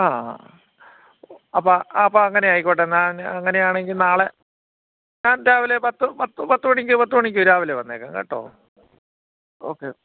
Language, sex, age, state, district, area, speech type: Malayalam, male, 30-45, Kerala, Kottayam, rural, conversation